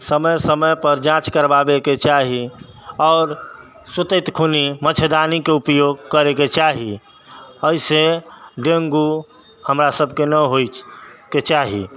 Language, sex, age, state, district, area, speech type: Maithili, male, 30-45, Bihar, Sitamarhi, urban, spontaneous